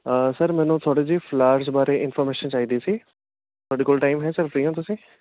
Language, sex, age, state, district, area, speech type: Punjabi, male, 18-30, Punjab, Patiala, urban, conversation